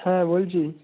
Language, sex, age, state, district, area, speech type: Bengali, male, 18-30, West Bengal, Jalpaiguri, rural, conversation